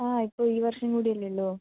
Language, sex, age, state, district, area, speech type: Malayalam, female, 18-30, Kerala, Palakkad, urban, conversation